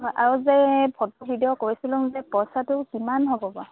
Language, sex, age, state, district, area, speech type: Assamese, female, 30-45, Assam, Dibrugarh, rural, conversation